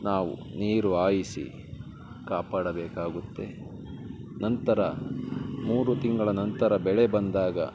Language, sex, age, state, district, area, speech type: Kannada, male, 30-45, Karnataka, Bangalore Urban, urban, spontaneous